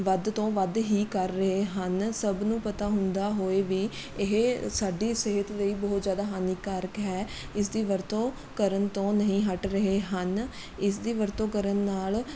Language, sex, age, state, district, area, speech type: Punjabi, female, 18-30, Punjab, Mohali, rural, spontaneous